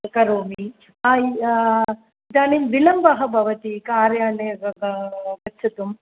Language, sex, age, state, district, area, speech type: Sanskrit, female, 45-60, Tamil Nadu, Chennai, urban, conversation